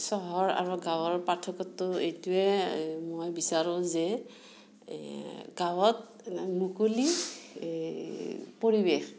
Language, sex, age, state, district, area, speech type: Assamese, female, 60+, Assam, Darrang, rural, spontaneous